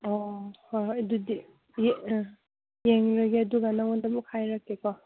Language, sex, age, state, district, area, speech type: Manipuri, female, 18-30, Manipur, Kangpokpi, urban, conversation